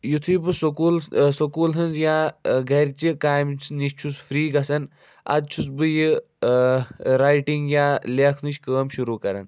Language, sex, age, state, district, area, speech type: Kashmiri, male, 45-60, Jammu and Kashmir, Budgam, rural, spontaneous